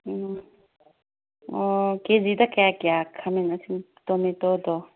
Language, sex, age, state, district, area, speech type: Manipuri, female, 30-45, Manipur, Chandel, rural, conversation